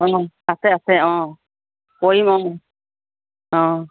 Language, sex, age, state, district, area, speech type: Assamese, female, 60+, Assam, Dibrugarh, rural, conversation